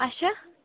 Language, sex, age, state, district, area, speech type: Kashmiri, female, 30-45, Jammu and Kashmir, Bandipora, rural, conversation